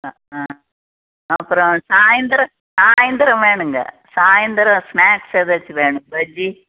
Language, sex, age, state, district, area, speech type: Tamil, female, 60+, Tamil Nadu, Tiruppur, rural, conversation